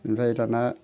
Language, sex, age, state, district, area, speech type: Bodo, male, 60+, Assam, Udalguri, rural, spontaneous